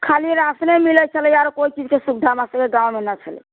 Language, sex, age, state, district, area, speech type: Maithili, female, 45-60, Bihar, Sitamarhi, urban, conversation